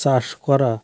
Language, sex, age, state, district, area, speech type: Bengali, male, 60+, West Bengal, North 24 Parganas, rural, spontaneous